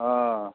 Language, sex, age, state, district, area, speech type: Maithili, male, 60+, Bihar, Araria, rural, conversation